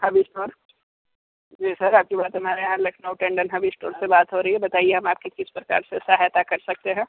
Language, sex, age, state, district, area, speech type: Hindi, male, 18-30, Uttar Pradesh, Sonbhadra, rural, conversation